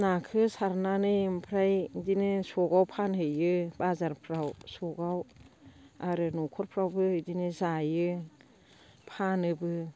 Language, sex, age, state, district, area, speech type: Bodo, female, 60+, Assam, Baksa, rural, spontaneous